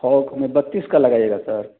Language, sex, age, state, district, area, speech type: Hindi, male, 30-45, Bihar, Samastipur, rural, conversation